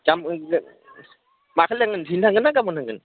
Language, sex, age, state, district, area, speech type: Bodo, male, 30-45, Assam, Udalguri, rural, conversation